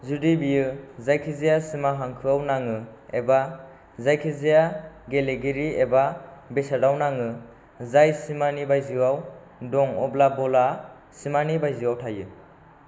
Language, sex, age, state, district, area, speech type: Bodo, male, 18-30, Assam, Chirang, urban, read